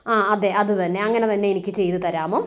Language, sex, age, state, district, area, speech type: Malayalam, female, 30-45, Kerala, Kottayam, rural, spontaneous